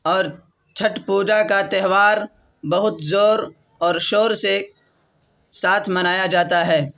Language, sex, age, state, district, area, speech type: Urdu, male, 18-30, Bihar, Purnia, rural, spontaneous